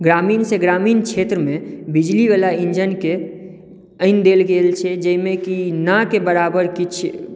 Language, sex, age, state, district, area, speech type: Maithili, male, 18-30, Bihar, Madhubani, rural, spontaneous